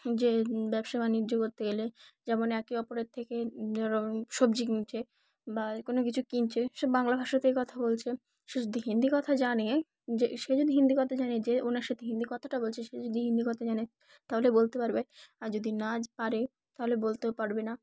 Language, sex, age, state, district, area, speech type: Bengali, female, 18-30, West Bengal, Dakshin Dinajpur, urban, spontaneous